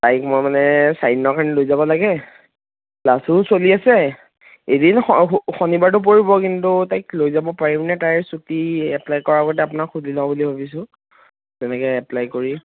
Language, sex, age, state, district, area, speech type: Assamese, male, 18-30, Assam, Kamrup Metropolitan, urban, conversation